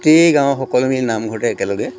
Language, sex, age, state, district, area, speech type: Assamese, male, 45-60, Assam, Jorhat, urban, spontaneous